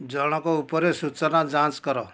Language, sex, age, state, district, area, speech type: Odia, male, 60+, Odisha, Kendujhar, urban, read